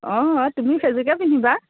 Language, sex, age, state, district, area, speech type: Assamese, female, 45-60, Assam, Biswanath, rural, conversation